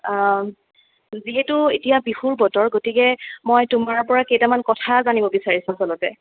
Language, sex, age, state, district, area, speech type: Assamese, female, 18-30, Assam, Sonitpur, rural, conversation